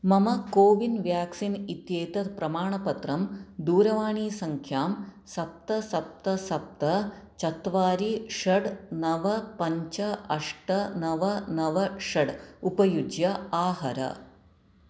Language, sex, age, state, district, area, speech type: Sanskrit, female, 30-45, Kerala, Ernakulam, urban, read